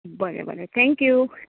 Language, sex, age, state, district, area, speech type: Goan Konkani, female, 60+, Goa, Canacona, rural, conversation